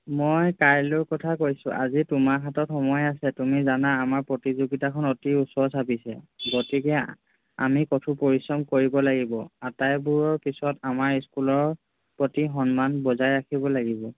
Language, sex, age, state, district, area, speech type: Assamese, male, 18-30, Assam, Jorhat, urban, conversation